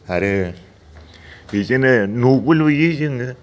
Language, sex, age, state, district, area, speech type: Bodo, male, 60+, Assam, Chirang, rural, spontaneous